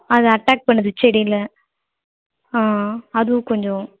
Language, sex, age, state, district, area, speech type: Tamil, female, 18-30, Tamil Nadu, Kallakurichi, urban, conversation